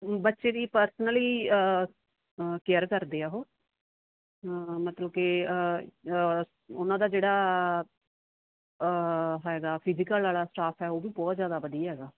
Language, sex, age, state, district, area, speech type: Punjabi, female, 30-45, Punjab, Mansa, rural, conversation